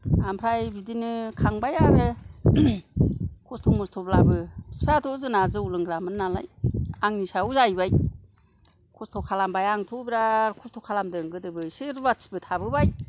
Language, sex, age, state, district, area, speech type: Bodo, female, 60+, Assam, Kokrajhar, rural, spontaneous